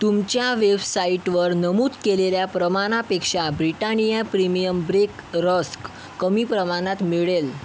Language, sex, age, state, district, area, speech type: Marathi, male, 45-60, Maharashtra, Yavatmal, urban, read